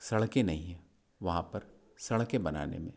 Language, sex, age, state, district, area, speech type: Hindi, male, 60+, Madhya Pradesh, Balaghat, rural, spontaneous